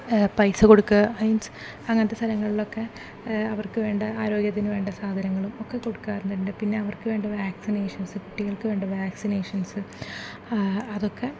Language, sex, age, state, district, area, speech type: Malayalam, female, 18-30, Kerala, Thrissur, urban, spontaneous